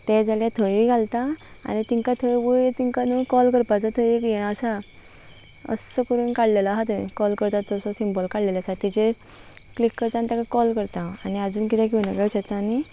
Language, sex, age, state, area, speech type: Goan Konkani, female, 18-30, Goa, rural, spontaneous